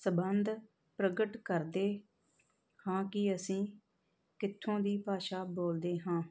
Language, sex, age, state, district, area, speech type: Punjabi, female, 30-45, Punjab, Tarn Taran, rural, spontaneous